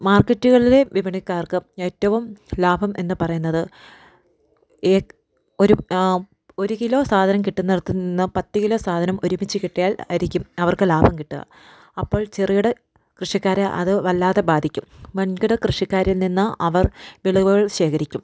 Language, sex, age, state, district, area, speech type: Malayalam, female, 30-45, Kerala, Idukki, rural, spontaneous